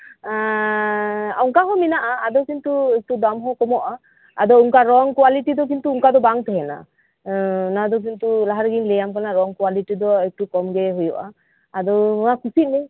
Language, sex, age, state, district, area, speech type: Santali, female, 30-45, West Bengal, Birbhum, rural, conversation